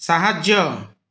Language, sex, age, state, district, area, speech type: Odia, male, 30-45, Odisha, Ganjam, urban, read